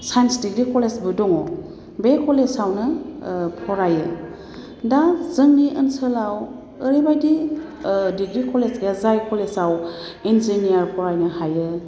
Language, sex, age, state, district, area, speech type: Bodo, female, 30-45, Assam, Baksa, urban, spontaneous